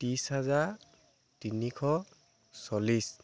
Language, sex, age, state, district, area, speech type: Assamese, male, 18-30, Assam, Dibrugarh, rural, spontaneous